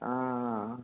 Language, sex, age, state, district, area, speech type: Telugu, male, 18-30, Telangana, Mahabubabad, urban, conversation